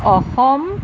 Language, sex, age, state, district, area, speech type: Assamese, female, 60+, Assam, Jorhat, urban, spontaneous